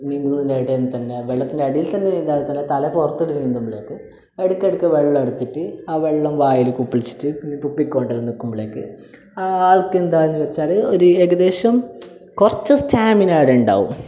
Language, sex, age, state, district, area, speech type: Malayalam, male, 18-30, Kerala, Kasaragod, urban, spontaneous